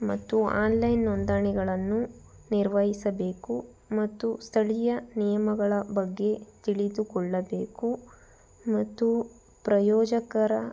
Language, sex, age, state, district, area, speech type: Kannada, female, 18-30, Karnataka, Tumkur, urban, spontaneous